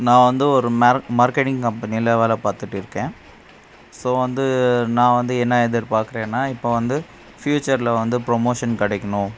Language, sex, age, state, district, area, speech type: Tamil, male, 30-45, Tamil Nadu, Krishnagiri, rural, spontaneous